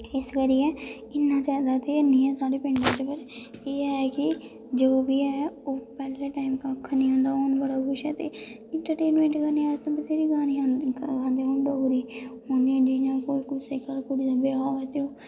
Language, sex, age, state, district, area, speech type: Dogri, female, 18-30, Jammu and Kashmir, Kathua, rural, spontaneous